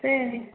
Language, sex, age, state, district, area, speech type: Tamil, female, 18-30, Tamil Nadu, Namakkal, urban, conversation